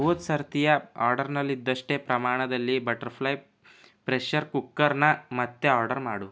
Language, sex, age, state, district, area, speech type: Kannada, male, 18-30, Karnataka, Bidar, urban, read